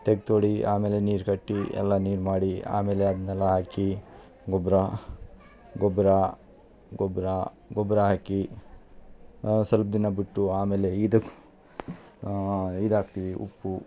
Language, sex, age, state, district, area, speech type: Kannada, male, 30-45, Karnataka, Vijayanagara, rural, spontaneous